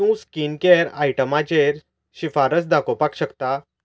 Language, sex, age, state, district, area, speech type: Goan Konkani, male, 30-45, Goa, Canacona, rural, read